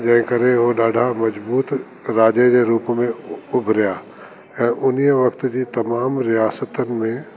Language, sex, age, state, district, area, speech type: Sindhi, male, 60+, Delhi, South Delhi, urban, spontaneous